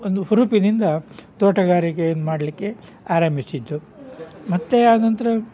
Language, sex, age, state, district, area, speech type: Kannada, male, 60+, Karnataka, Udupi, rural, spontaneous